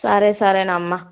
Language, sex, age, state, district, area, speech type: Telugu, female, 18-30, Telangana, Peddapalli, rural, conversation